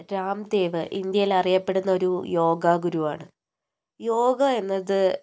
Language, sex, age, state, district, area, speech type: Malayalam, female, 60+, Kerala, Wayanad, rural, spontaneous